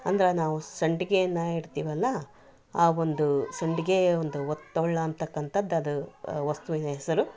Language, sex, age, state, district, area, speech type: Kannada, female, 60+, Karnataka, Koppal, rural, spontaneous